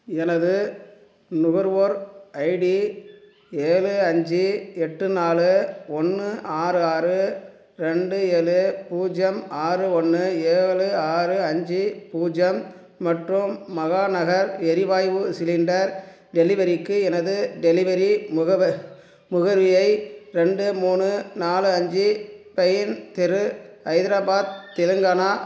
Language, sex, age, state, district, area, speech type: Tamil, male, 45-60, Tamil Nadu, Dharmapuri, rural, read